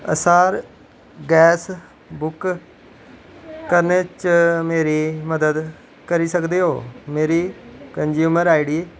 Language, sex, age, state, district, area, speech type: Dogri, male, 45-60, Jammu and Kashmir, Jammu, rural, read